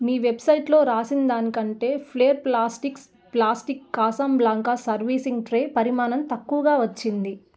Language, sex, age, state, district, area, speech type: Telugu, female, 18-30, Andhra Pradesh, Nellore, rural, read